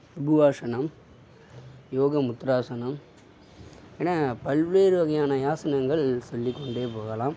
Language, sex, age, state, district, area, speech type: Tamil, male, 60+, Tamil Nadu, Mayiladuthurai, rural, spontaneous